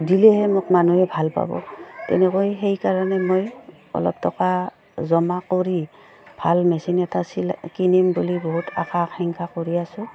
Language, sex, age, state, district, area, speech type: Assamese, female, 45-60, Assam, Udalguri, rural, spontaneous